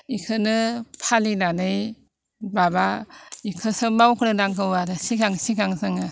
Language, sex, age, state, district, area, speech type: Bodo, female, 60+, Assam, Chirang, rural, spontaneous